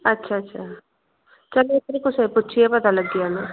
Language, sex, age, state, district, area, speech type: Dogri, female, 18-30, Jammu and Kashmir, Jammu, rural, conversation